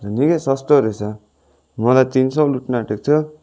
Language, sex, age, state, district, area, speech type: Nepali, male, 18-30, West Bengal, Darjeeling, rural, spontaneous